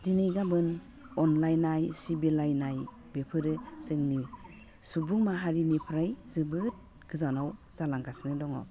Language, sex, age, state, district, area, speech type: Bodo, female, 45-60, Assam, Udalguri, urban, spontaneous